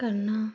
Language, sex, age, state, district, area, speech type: Punjabi, female, 18-30, Punjab, Fazilka, rural, read